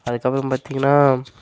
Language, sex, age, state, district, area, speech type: Tamil, male, 18-30, Tamil Nadu, Namakkal, rural, spontaneous